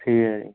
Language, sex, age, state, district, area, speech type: Dogri, male, 18-30, Jammu and Kashmir, Jammu, urban, conversation